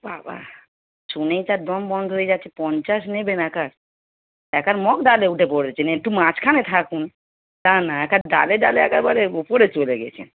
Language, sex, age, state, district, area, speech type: Bengali, female, 30-45, West Bengal, Darjeeling, rural, conversation